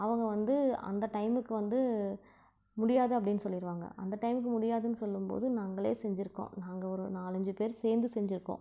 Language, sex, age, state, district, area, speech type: Tamil, female, 45-60, Tamil Nadu, Namakkal, rural, spontaneous